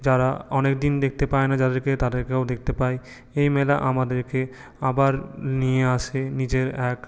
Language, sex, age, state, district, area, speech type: Bengali, male, 18-30, West Bengal, Purulia, urban, spontaneous